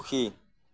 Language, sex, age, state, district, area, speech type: Assamese, male, 30-45, Assam, Nagaon, rural, read